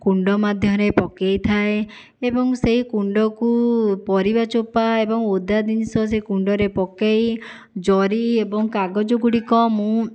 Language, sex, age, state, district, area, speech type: Odia, female, 60+, Odisha, Jajpur, rural, spontaneous